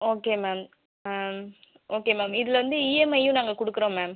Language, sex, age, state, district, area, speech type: Tamil, female, 18-30, Tamil Nadu, Viluppuram, urban, conversation